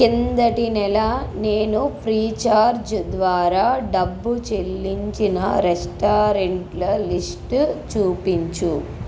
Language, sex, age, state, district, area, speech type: Telugu, female, 45-60, Andhra Pradesh, N T Rama Rao, urban, read